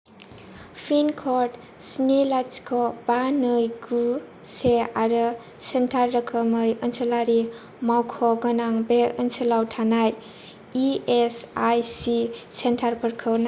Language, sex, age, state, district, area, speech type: Bodo, female, 18-30, Assam, Kokrajhar, urban, read